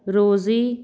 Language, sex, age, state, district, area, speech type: Punjabi, female, 45-60, Punjab, Fazilka, rural, read